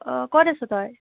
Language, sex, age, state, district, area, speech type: Assamese, female, 18-30, Assam, Biswanath, rural, conversation